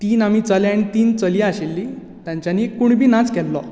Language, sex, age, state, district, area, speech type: Goan Konkani, male, 18-30, Goa, Bardez, rural, spontaneous